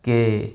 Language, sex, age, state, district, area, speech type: Punjabi, male, 45-60, Punjab, Barnala, urban, spontaneous